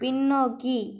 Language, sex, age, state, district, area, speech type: Tamil, male, 18-30, Tamil Nadu, Cuddalore, rural, read